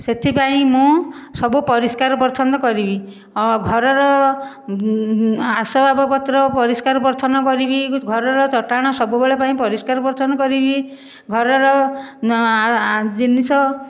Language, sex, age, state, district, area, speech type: Odia, female, 60+, Odisha, Khordha, rural, spontaneous